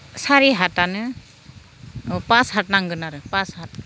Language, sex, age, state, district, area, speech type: Bodo, female, 45-60, Assam, Udalguri, rural, spontaneous